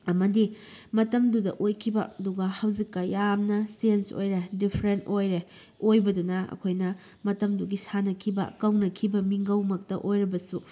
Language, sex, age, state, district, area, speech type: Manipuri, female, 30-45, Manipur, Kakching, rural, spontaneous